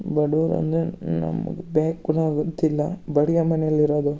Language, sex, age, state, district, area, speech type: Kannada, male, 18-30, Karnataka, Kolar, rural, spontaneous